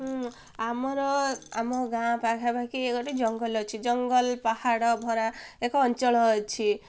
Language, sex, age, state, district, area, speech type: Odia, female, 18-30, Odisha, Ganjam, urban, spontaneous